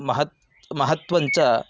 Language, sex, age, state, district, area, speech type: Sanskrit, male, 30-45, Karnataka, Chikkamagaluru, rural, spontaneous